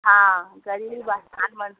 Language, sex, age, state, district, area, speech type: Maithili, female, 45-60, Bihar, Muzaffarpur, rural, conversation